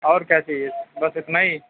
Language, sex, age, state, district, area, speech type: Urdu, male, 30-45, Uttar Pradesh, Mau, urban, conversation